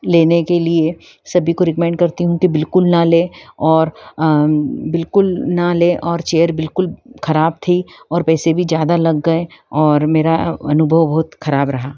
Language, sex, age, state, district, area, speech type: Hindi, female, 45-60, Madhya Pradesh, Ujjain, urban, spontaneous